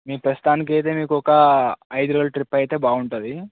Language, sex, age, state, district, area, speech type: Telugu, male, 18-30, Telangana, Nagarkurnool, urban, conversation